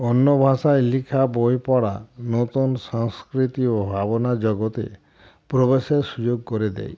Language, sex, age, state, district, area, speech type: Bengali, male, 60+, West Bengal, Murshidabad, rural, spontaneous